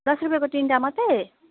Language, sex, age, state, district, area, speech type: Nepali, female, 30-45, West Bengal, Jalpaiguri, rural, conversation